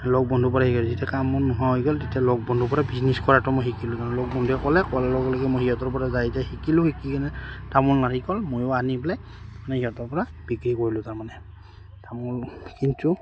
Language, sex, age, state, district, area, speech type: Assamese, male, 30-45, Assam, Udalguri, rural, spontaneous